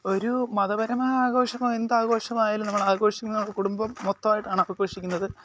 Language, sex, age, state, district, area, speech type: Malayalam, male, 18-30, Kerala, Alappuzha, rural, spontaneous